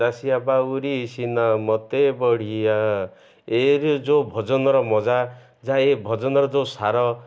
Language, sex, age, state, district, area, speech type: Odia, male, 60+, Odisha, Ganjam, urban, spontaneous